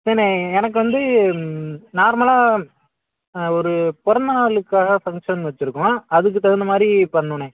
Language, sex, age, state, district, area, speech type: Tamil, male, 18-30, Tamil Nadu, Madurai, rural, conversation